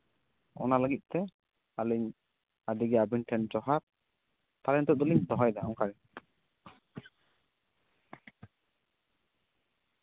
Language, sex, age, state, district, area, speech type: Santali, male, 18-30, West Bengal, Jhargram, rural, conversation